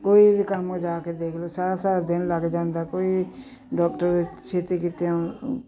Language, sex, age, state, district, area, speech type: Punjabi, female, 60+, Punjab, Jalandhar, urban, spontaneous